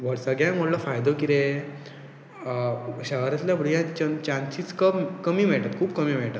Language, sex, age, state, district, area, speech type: Goan Konkani, male, 18-30, Goa, Pernem, rural, spontaneous